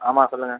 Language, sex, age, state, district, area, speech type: Tamil, male, 30-45, Tamil Nadu, Mayiladuthurai, urban, conversation